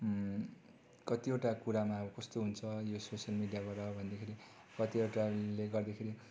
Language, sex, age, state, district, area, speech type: Nepali, male, 30-45, West Bengal, Darjeeling, rural, spontaneous